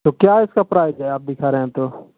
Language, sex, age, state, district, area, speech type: Hindi, male, 30-45, Uttar Pradesh, Mau, urban, conversation